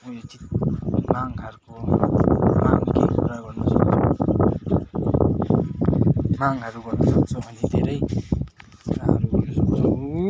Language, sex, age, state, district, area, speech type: Nepali, male, 18-30, West Bengal, Darjeeling, urban, spontaneous